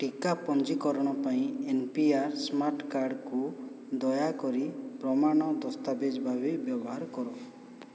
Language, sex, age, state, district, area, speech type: Odia, male, 60+, Odisha, Boudh, rural, read